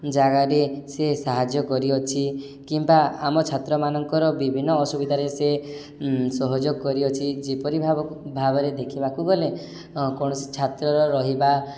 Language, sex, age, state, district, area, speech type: Odia, male, 18-30, Odisha, Subarnapur, urban, spontaneous